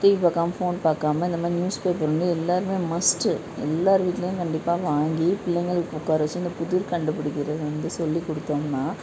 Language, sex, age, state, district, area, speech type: Tamil, female, 18-30, Tamil Nadu, Madurai, rural, spontaneous